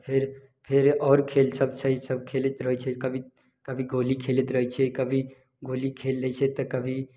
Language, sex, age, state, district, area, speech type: Maithili, male, 18-30, Bihar, Samastipur, rural, spontaneous